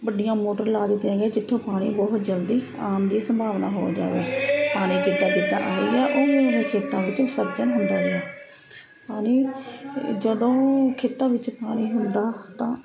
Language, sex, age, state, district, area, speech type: Punjabi, female, 30-45, Punjab, Ludhiana, urban, spontaneous